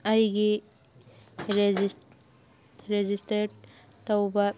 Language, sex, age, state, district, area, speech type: Manipuri, female, 45-60, Manipur, Churachandpur, urban, read